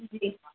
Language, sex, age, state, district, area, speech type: Urdu, female, 30-45, Uttar Pradesh, Lucknow, urban, conversation